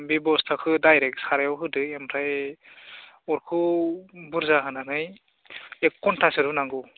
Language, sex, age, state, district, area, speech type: Bodo, male, 18-30, Assam, Baksa, rural, conversation